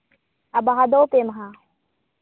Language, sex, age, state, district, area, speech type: Santali, female, 18-30, Jharkhand, Seraikela Kharsawan, rural, conversation